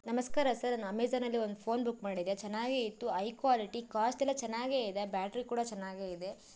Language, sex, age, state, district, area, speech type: Kannada, female, 18-30, Karnataka, Chikkaballapur, rural, spontaneous